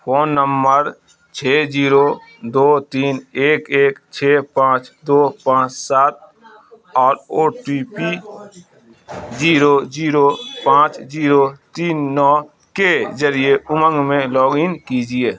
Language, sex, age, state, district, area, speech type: Urdu, male, 30-45, Bihar, Saharsa, rural, read